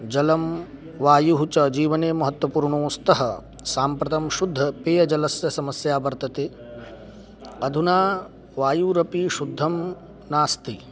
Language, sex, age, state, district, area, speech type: Sanskrit, male, 18-30, Uttar Pradesh, Lucknow, urban, spontaneous